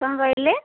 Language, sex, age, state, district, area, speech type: Odia, female, 45-60, Odisha, Gajapati, rural, conversation